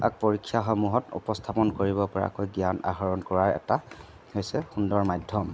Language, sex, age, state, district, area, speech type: Assamese, male, 30-45, Assam, Jorhat, urban, spontaneous